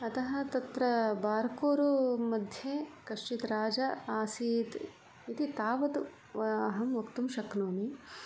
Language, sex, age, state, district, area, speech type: Sanskrit, female, 45-60, Karnataka, Udupi, rural, spontaneous